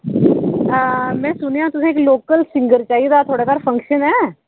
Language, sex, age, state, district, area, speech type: Dogri, female, 30-45, Jammu and Kashmir, Udhampur, urban, conversation